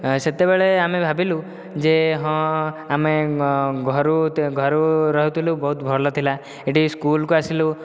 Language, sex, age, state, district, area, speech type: Odia, male, 18-30, Odisha, Dhenkanal, rural, spontaneous